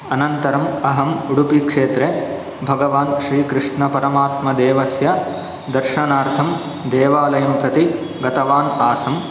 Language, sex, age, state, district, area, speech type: Sanskrit, male, 18-30, Karnataka, Shimoga, rural, spontaneous